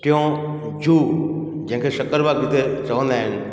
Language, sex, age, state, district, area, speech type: Sindhi, male, 45-60, Gujarat, Junagadh, urban, spontaneous